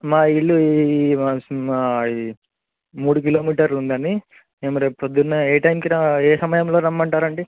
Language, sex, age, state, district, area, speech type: Telugu, male, 18-30, Andhra Pradesh, Visakhapatnam, urban, conversation